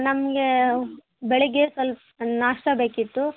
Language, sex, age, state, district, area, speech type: Kannada, female, 18-30, Karnataka, Vijayanagara, rural, conversation